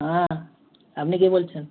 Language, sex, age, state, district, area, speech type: Bengali, male, 45-60, West Bengal, Dakshin Dinajpur, rural, conversation